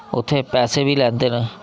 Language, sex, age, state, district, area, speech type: Dogri, male, 30-45, Jammu and Kashmir, Udhampur, rural, spontaneous